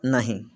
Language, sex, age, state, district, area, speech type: Maithili, male, 30-45, Bihar, Muzaffarpur, rural, read